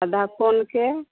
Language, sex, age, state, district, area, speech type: Hindi, female, 45-60, Bihar, Vaishali, rural, conversation